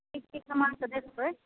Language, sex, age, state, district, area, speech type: Maithili, female, 30-45, Bihar, Samastipur, rural, conversation